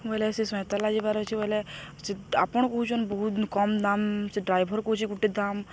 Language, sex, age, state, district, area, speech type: Odia, female, 30-45, Odisha, Balangir, urban, spontaneous